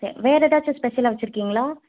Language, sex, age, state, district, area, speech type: Tamil, female, 18-30, Tamil Nadu, Tiruppur, rural, conversation